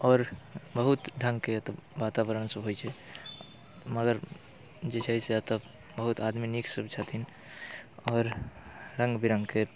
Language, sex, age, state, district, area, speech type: Maithili, male, 18-30, Bihar, Muzaffarpur, rural, spontaneous